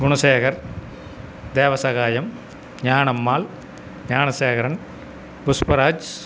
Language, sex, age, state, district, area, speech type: Tamil, male, 60+, Tamil Nadu, Erode, rural, spontaneous